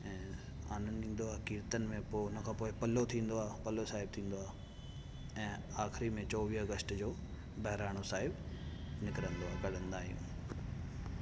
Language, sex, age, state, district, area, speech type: Sindhi, male, 18-30, Delhi, South Delhi, urban, spontaneous